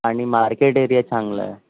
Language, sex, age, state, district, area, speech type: Marathi, male, 18-30, Maharashtra, Nagpur, urban, conversation